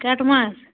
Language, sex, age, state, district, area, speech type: Kashmiri, female, 18-30, Jammu and Kashmir, Anantnag, rural, conversation